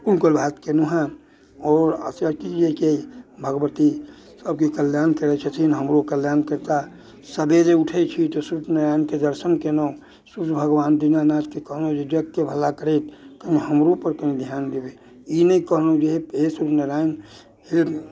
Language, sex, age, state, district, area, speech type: Maithili, male, 60+, Bihar, Muzaffarpur, urban, spontaneous